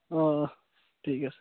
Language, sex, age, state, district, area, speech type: Assamese, male, 18-30, Assam, Charaideo, rural, conversation